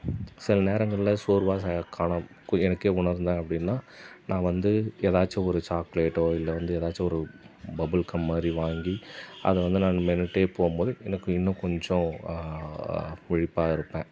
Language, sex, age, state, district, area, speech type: Tamil, male, 30-45, Tamil Nadu, Tiruvannamalai, rural, spontaneous